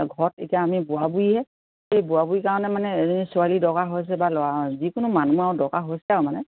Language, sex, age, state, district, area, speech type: Assamese, female, 60+, Assam, Dibrugarh, rural, conversation